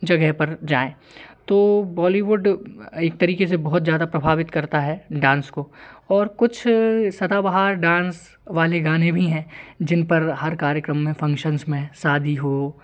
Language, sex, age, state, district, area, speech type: Hindi, male, 18-30, Madhya Pradesh, Hoshangabad, rural, spontaneous